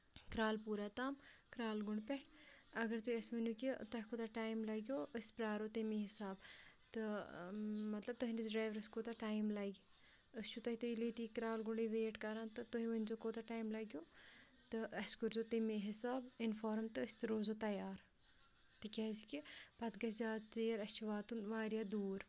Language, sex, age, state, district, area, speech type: Kashmiri, female, 18-30, Jammu and Kashmir, Kupwara, rural, spontaneous